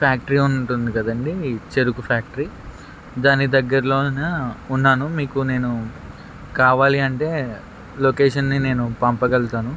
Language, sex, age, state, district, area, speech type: Telugu, male, 18-30, Andhra Pradesh, N T Rama Rao, rural, spontaneous